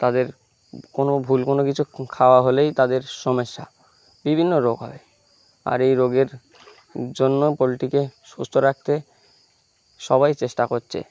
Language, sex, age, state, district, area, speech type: Bengali, male, 18-30, West Bengal, Uttar Dinajpur, urban, spontaneous